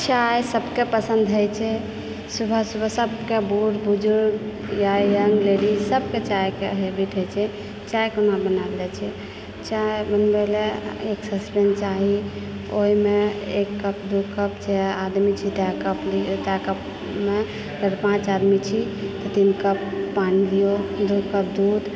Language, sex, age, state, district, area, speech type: Maithili, female, 45-60, Bihar, Purnia, rural, spontaneous